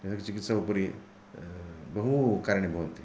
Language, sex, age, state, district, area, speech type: Sanskrit, male, 60+, Karnataka, Vijayapura, urban, spontaneous